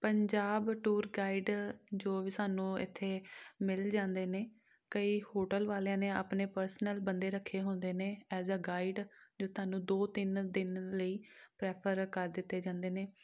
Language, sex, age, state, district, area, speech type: Punjabi, female, 30-45, Punjab, Amritsar, urban, spontaneous